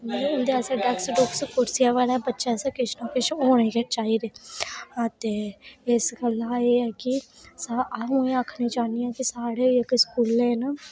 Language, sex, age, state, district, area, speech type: Dogri, female, 18-30, Jammu and Kashmir, Reasi, rural, spontaneous